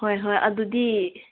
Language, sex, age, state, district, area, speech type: Manipuri, female, 18-30, Manipur, Senapati, rural, conversation